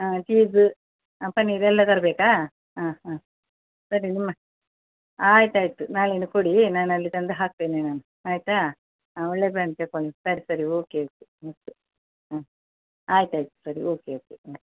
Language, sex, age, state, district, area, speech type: Kannada, female, 60+, Karnataka, Dakshina Kannada, rural, conversation